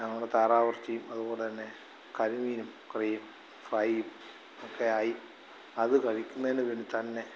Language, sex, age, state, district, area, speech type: Malayalam, male, 45-60, Kerala, Alappuzha, rural, spontaneous